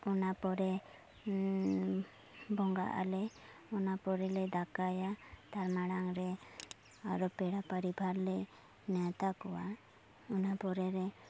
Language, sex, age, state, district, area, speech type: Santali, female, 18-30, West Bengal, Purulia, rural, spontaneous